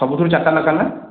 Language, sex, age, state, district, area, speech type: Odia, male, 30-45, Odisha, Khordha, rural, conversation